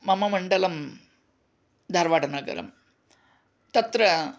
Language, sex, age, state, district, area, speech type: Sanskrit, male, 45-60, Karnataka, Dharwad, urban, spontaneous